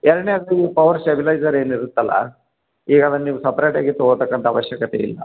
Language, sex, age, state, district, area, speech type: Kannada, male, 45-60, Karnataka, Koppal, rural, conversation